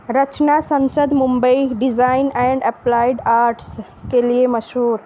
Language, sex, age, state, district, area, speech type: Urdu, female, 18-30, Uttar Pradesh, Balrampur, rural, spontaneous